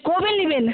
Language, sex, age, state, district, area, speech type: Bengali, female, 18-30, West Bengal, Malda, urban, conversation